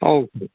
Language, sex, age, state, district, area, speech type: Bodo, male, 60+, Assam, Kokrajhar, urban, conversation